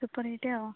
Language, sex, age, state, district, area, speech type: Odia, female, 18-30, Odisha, Jagatsinghpur, rural, conversation